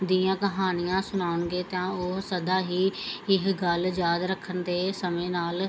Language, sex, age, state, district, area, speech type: Punjabi, female, 30-45, Punjab, Pathankot, rural, spontaneous